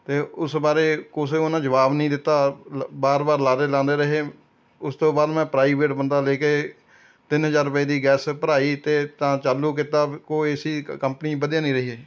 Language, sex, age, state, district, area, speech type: Punjabi, male, 60+, Punjab, Rupnagar, rural, spontaneous